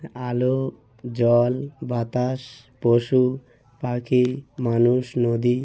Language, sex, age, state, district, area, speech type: Bengali, male, 30-45, West Bengal, South 24 Parganas, rural, spontaneous